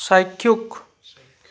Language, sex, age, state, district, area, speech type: Assamese, male, 30-45, Assam, Charaideo, urban, read